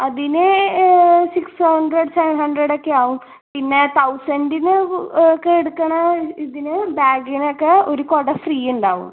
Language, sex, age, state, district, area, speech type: Malayalam, female, 18-30, Kerala, Ernakulam, rural, conversation